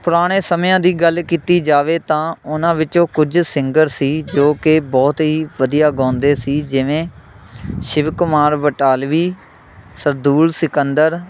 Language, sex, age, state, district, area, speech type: Punjabi, male, 18-30, Punjab, Shaheed Bhagat Singh Nagar, rural, spontaneous